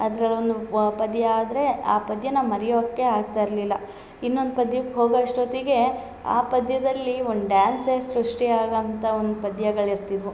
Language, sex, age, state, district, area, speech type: Kannada, female, 30-45, Karnataka, Hassan, urban, spontaneous